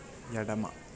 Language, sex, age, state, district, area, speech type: Telugu, male, 18-30, Andhra Pradesh, Kakinada, urban, read